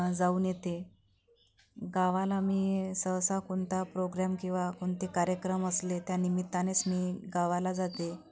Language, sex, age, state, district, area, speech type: Marathi, female, 45-60, Maharashtra, Akola, urban, spontaneous